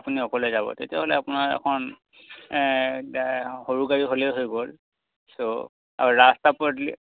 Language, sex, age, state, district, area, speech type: Assamese, male, 45-60, Assam, Dhemaji, rural, conversation